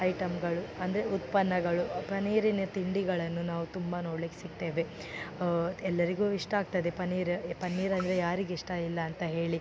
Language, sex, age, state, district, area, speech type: Kannada, female, 18-30, Karnataka, Dakshina Kannada, rural, spontaneous